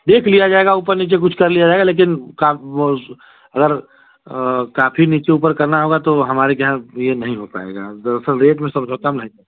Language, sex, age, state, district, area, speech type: Hindi, male, 30-45, Uttar Pradesh, Chandauli, urban, conversation